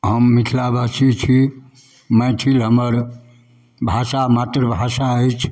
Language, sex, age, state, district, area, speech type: Maithili, male, 60+, Bihar, Darbhanga, rural, spontaneous